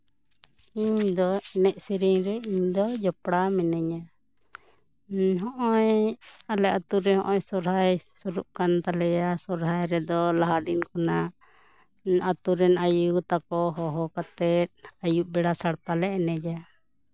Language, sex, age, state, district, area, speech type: Santali, female, 45-60, West Bengal, Bankura, rural, spontaneous